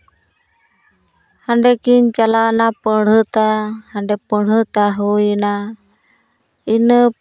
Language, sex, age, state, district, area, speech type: Santali, female, 30-45, West Bengal, Jhargram, rural, spontaneous